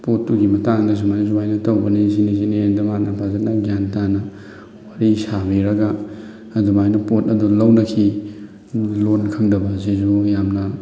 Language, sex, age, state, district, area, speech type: Manipuri, male, 30-45, Manipur, Thoubal, rural, spontaneous